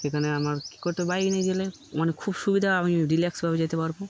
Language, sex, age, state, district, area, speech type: Bengali, male, 18-30, West Bengal, Darjeeling, urban, spontaneous